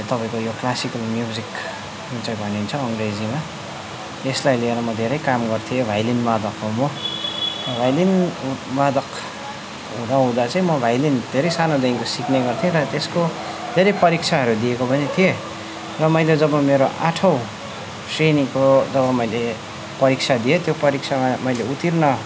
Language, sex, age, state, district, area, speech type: Nepali, male, 18-30, West Bengal, Darjeeling, rural, spontaneous